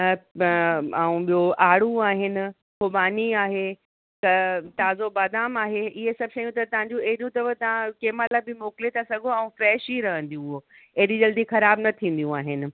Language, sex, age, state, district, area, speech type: Sindhi, female, 30-45, Uttar Pradesh, Lucknow, urban, conversation